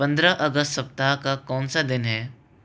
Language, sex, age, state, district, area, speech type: Hindi, male, 18-30, Rajasthan, Jaipur, urban, read